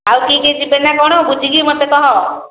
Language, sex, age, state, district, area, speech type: Odia, female, 45-60, Odisha, Khordha, rural, conversation